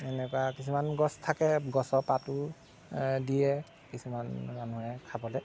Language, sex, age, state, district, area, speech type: Assamese, male, 30-45, Assam, Golaghat, urban, spontaneous